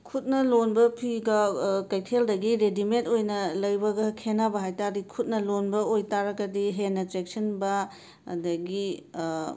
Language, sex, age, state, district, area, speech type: Manipuri, female, 30-45, Manipur, Imphal West, urban, spontaneous